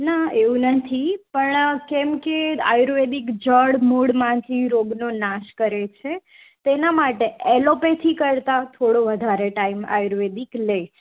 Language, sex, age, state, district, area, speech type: Gujarati, female, 18-30, Gujarat, Morbi, urban, conversation